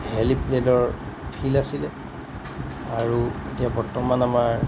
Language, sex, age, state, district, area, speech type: Assamese, male, 45-60, Assam, Golaghat, urban, spontaneous